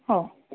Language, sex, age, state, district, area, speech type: Marathi, female, 18-30, Maharashtra, Nagpur, urban, conversation